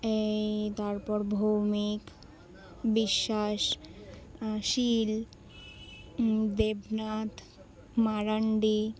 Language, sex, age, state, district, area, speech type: Bengali, female, 18-30, West Bengal, Alipurduar, rural, spontaneous